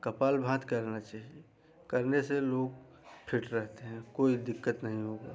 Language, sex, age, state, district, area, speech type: Hindi, male, 30-45, Uttar Pradesh, Jaunpur, rural, spontaneous